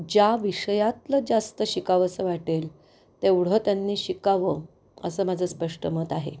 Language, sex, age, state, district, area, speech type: Marathi, female, 45-60, Maharashtra, Pune, urban, spontaneous